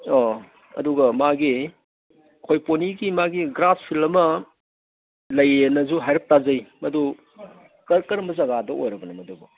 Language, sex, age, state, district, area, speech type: Manipuri, male, 60+, Manipur, Imphal East, rural, conversation